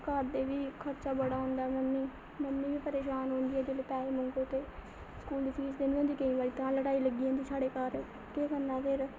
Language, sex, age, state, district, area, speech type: Dogri, female, 18-30, Jammu and Kashmir, Samba, rural, spontaneous